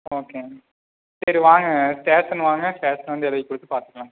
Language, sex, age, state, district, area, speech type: Tamil, male, 18-30, Tamil Nadu, Erode, rural, conversation